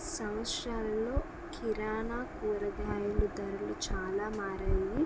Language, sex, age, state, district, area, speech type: Telugu, female, 18-30, Andhra Pradesh, Krishna, urban, spontaneous